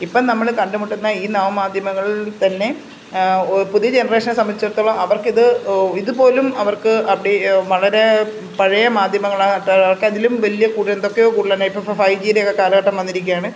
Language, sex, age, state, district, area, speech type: Malayalam, female, 45-60, Kerala, Pathanamthitta, rural, spontaneous